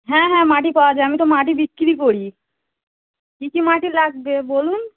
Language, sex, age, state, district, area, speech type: Bengali, female, 30-45, West Bengal, Darjeeling, urban, conversation